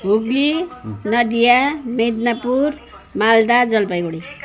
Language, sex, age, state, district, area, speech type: Nepali, female, 45-60, West Bengal, Jalpaiguri, urban, spontaneous